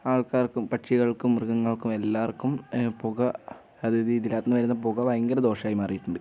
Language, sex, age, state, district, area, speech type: Malayalam, male, 18-30, Kerala, Wayanad, rural, spontaneous